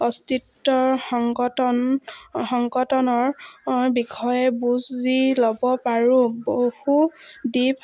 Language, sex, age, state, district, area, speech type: Assamese, female, 18-30, Assam, Charaideo, urban, spontaneous